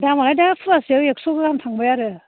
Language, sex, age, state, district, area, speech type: Bodo, female, 30-45, Assam, Baksa, rural, conversation